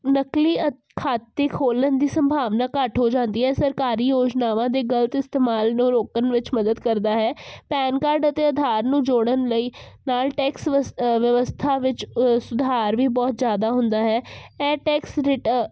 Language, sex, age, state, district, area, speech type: Punjabi, female, 18-30, Punjab, Kapurthala, urban, spontaneous